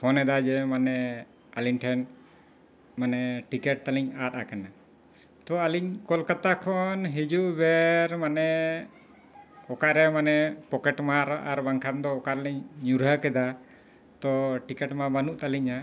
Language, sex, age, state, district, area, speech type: Santali, male, 60+, Jharkhand, Bokaro, rural, spontaneous